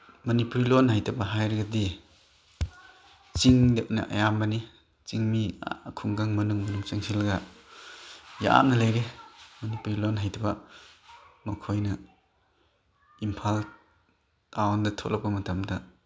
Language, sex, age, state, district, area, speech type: Manipuri, male, 30-45, Manipur, Chandel, rural, spontaneous